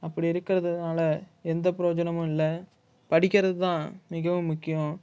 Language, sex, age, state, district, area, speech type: Tamil, male, 45-60, Tamil Nadu, Ariyalur, rural, spontaneous